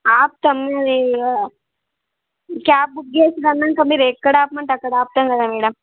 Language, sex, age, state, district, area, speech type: Telugu, female, 18-30, Andhra Pradesh, Visakhapatnam, urban, conversation